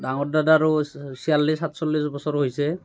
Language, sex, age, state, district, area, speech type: Assamese, male, 30-45, Assam, Barpeta, rural, spontaneous